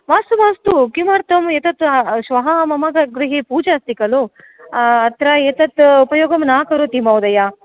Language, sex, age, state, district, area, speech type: Sanskrit, female, 30-45, Karnataka, Dakshina Kannada, urban, conversation